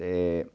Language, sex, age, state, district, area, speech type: Dogri, male, 30-45, Jammu and Kashmir, Udhampur, urban, spontaneous